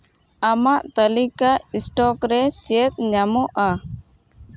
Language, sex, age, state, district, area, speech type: Santali, female, 18-30, West Bengal, Uttar Dinajpur, rural, read